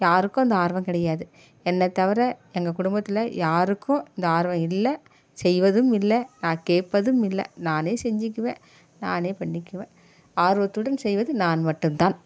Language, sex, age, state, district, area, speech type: Tamil, female, 45-60, Tamil Nadu, Dharmapuri, rural, spontaneous